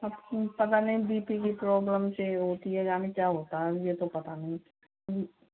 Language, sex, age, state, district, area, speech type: Hindi, female, 18-30, Rajasthan, Karauli, rural, conversation